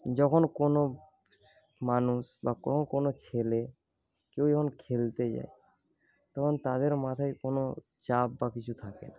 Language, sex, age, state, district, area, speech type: Bengali, male, 18-30, West Bengal, Paschim Medinipur, rural, spontaneous